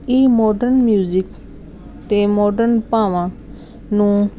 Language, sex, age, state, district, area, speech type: Punjabi, female, 30-45, Punjab, Jalandhar, urban, spontaneous